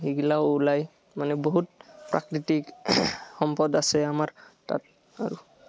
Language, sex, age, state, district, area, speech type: Assamese, male, 18-30, Assam, Barpeta, rural, spontaneous